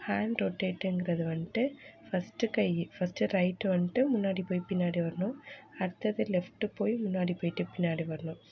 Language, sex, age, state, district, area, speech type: Tamil, female, 18-30, Tamil Nadu, Mayiladuthurai, urban, spontaneous